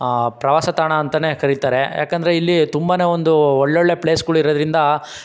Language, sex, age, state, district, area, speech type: Kannada, male, 60+, Karnataka, Chikkaballapur, rural, spontaneous